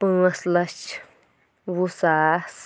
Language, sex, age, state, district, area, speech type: Kashmiri, female, 18-30, Jammu and Kashmir, Kulgam, rural, spontaneous